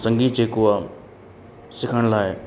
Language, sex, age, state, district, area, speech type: Sindhi, male, 30-45, Madhya Pradesh, Katni, urban, spontaneous